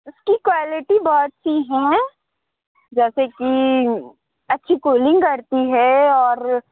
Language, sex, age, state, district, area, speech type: Urdu, female, 45-60, Uttar Pradesh, Lucknow, rural, conversation